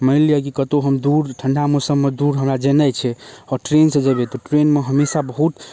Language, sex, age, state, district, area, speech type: Maithili, male, 18-30, Bihar, Darbhanga, rural, spontaneous